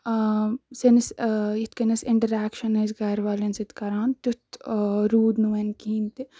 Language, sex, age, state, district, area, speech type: Kashmiri, female, 18-30, Jammu and Kashmir, Ganderbal, rural, spontaneous